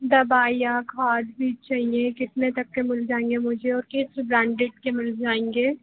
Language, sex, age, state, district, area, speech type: Hindi, female, 18-30, Madhya Pradesh, Harda, urban, conversation